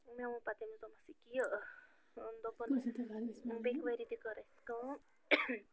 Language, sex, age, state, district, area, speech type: Kashmiri, female, 30-45, Jammu and Kashmir, Bandipora, rural, spontaneous